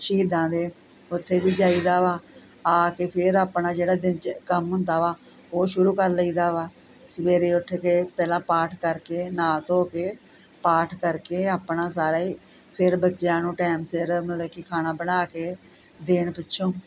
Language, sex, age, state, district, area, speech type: Punjabi, female, 45-60, Punjab, Gurdaspur, rural, spontaneous